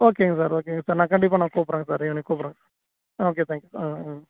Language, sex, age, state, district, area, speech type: Tamil, male, 30-45, Tamil Nadu, Salem, urban, conversation